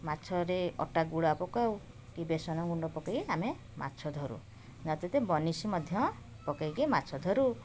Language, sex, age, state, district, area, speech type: Odia, female, 45-60, Odisha, Puri, urban, spontaneous